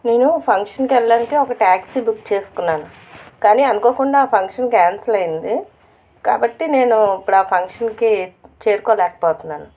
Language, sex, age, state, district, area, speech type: Telugu, female, 30-45, Andhra Pradesh, Anakapalli, urban, spontaneous